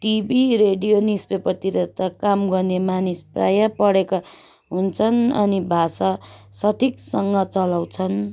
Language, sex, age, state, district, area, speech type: Nepali, female, 45-60, West Bengal, Darjeeling, rural, spontaneous